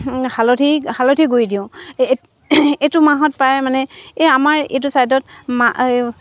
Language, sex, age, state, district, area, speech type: Assamese, female, 45-60, Assam, Dibrugarh, rural, spontaneous